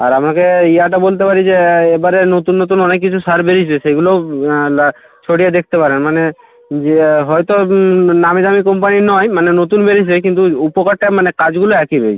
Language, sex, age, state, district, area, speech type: Bengali, male, 45-60, West Bengal, Purba Medinipur, rural, conversation